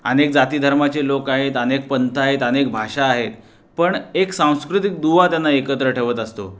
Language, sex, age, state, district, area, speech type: Marathi, male, 30-45, Maharashtra, Raigad, rural, spontaneous